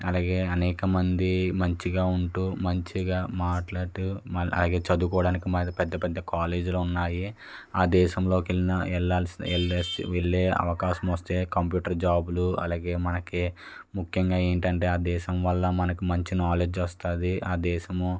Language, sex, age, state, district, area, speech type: Telugu, male, 18-30, Andhra Pradesh, West Godavari, rural, spontaneous